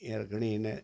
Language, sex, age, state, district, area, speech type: Sindhi, male, 60+, Gujarat, Kutch, rural, spontaneous